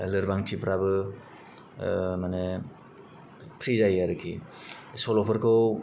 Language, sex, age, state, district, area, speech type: Bodo, male, 18-30, Assam, Kokrajhar, rural, spontaneous